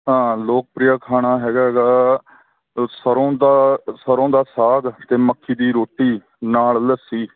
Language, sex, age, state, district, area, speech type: Punjabi, male, 30-45, Punjab, Mansa, urban, conversation